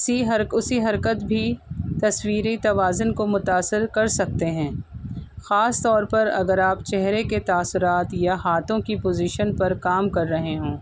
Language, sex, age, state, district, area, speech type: Urdu, female, 45-60, Delhi, North East Delhi, urban, spontaneous